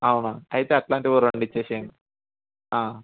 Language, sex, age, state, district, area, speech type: Telugu, male, 18-30, Telangana, Ranga Reddy, urban, conversation